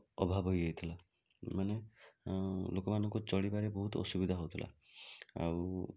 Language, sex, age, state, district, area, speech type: Odia, male, 60+, Odisha, Bhadrak, rural, spontaneous